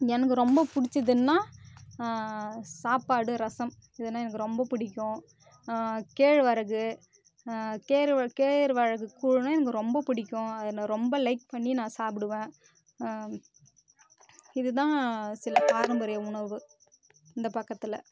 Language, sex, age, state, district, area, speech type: Tamil, female, 18-30, Tamil Nadu, Kallakurichi, rural, spontaneous